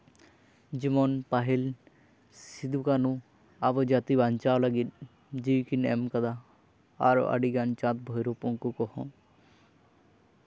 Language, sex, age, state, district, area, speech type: Santali, male, 18-30, West Bengal, Jhargram, rural, spontaneous